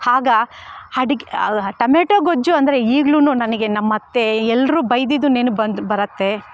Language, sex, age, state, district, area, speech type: Kannada, female, 30-45, Karnataka, Bangalore Rural, rural, spontaneous